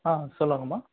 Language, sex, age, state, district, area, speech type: Tamil, male, 18-30, Tamil Nadu, Dharmapuri, rural, conversation